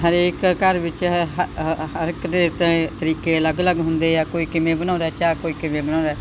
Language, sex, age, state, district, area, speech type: Punjabi, female, 60+, Punjab, Bathinda, urban, spontaneous